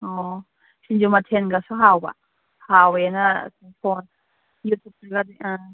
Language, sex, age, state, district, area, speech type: Manipuri, female, 45-60, Manipur, Churachandpur, urban, conversation